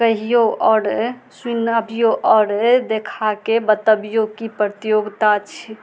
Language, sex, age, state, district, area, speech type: Maithili, female, 30-45, Bihar, Madhubani, rural, spontaneous